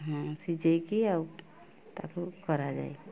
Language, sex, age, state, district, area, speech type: Odia, female, 45-60, Odisha, Mayurbhanj, rural, spontaneous